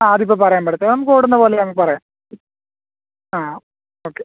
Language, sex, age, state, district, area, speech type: Malayalam, male, 30-45, Kerala, Alappuzha, rural, conversation